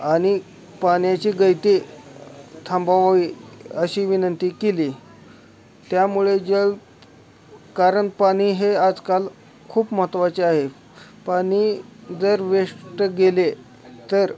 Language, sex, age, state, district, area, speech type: Marathi, male, 18-30, Maharashtra, Osmanabad, rural, spontaneous